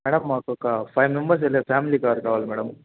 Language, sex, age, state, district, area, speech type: Telugu, male, 18-30, Andhra Pradesh, Chittoor, rural, conversation